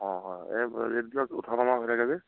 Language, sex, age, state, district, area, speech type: Assamese, male, 30-45, Assam, Charaideo, rural, conversation